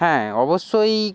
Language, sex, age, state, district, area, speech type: Bengali, male, 18-30, West Bengal, Hooghly, urban, spontaneous